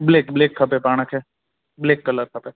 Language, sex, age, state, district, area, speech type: Sindhi, male, 18-30, Gujarat, Junagadh, urban, conversation